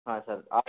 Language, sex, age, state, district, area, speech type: Hindi, male, 18-30, Madhya Pradesh, Gwalior, urban, conversation